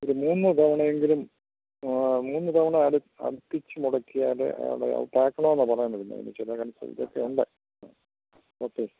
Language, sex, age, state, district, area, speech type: Malayalam, male, 60+, Kerala, Kottayam, urban, conversation